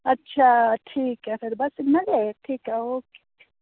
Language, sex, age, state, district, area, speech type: Dogri, female, 30-45, Jammu and Kashmir, Reasi, rural, conversation